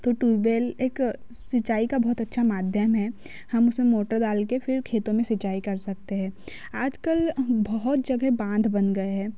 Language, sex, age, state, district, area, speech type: Hindi, female, 30-45, Madhya Pradesh, Betul, rural, spontaneous